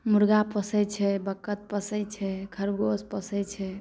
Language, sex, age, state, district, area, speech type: Maithili, female, 18-30, Bihar, Saharsa, rural, spontaneous